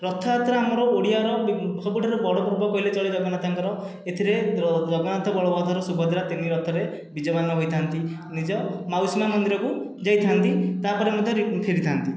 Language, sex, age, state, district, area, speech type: Odia, male, 30-45, Odisha, Khordha, rural, spontaneous